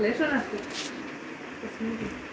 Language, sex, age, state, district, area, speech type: Sanskrit, female, 45-60, Tamil Nadu, Coimbatore, urban, spontaneous